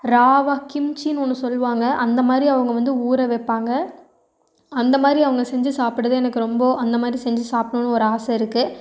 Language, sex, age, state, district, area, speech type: Tamil, female, 18-30, Tamil Nadu, Coimbatore, rural, spontaneous